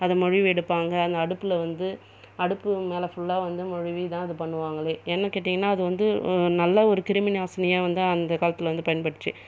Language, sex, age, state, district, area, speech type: Tamil, female, 30-45, Tamil Nadu, Viluppuram, rural, spontaneous